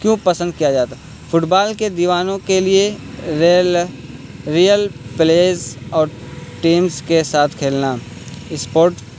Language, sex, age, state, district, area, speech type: Urdu, male, 18-30, Uttar Pradesh, Balrampur, rural, spontaneous